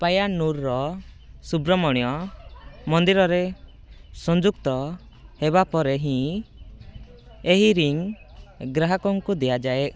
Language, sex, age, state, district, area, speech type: Odia, male, 18-30, Odisha, Rayagada, rural, read